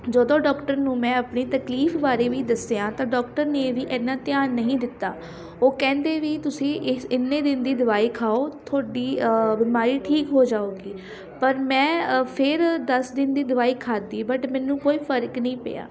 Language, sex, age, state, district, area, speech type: Punjabi, female, 18-30, Punjab, Shaheed Bhagat Singh Nagar, rural, spontaneous